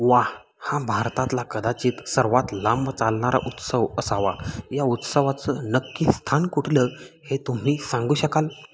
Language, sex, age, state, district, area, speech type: Marathi, male, 18-30, Maharashtra, Satara, rural, read